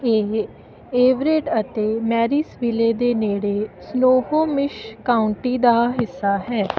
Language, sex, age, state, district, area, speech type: Punjabi, female, 18-30, Punjab, Ludhiana, rural, read